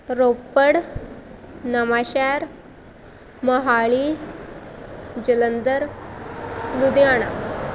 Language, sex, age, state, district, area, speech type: Punjabi, female, 18-30, Punjab, Shaheed Bhagat Singh Nagar, rural, spontaneous